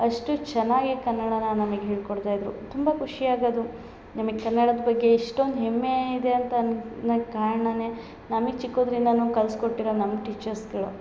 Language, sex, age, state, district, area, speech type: Kannada, female, 30-45, Karnataka, Hassan, urban, spontaneous